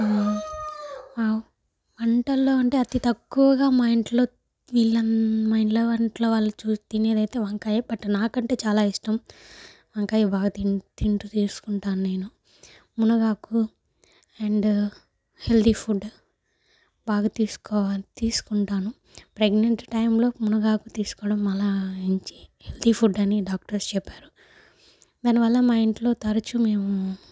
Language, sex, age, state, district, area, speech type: Telugu, female, 18-30, Andhra Pradesh, Sri Balaji, urban, spontaneous